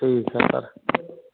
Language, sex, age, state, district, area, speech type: Hindi, male, 45-60, Bihar, Begusarai, urban, conversation